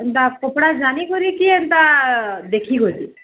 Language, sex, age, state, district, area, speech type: Odia, male, 45-60, Odisha, Nuapada, urban, conversation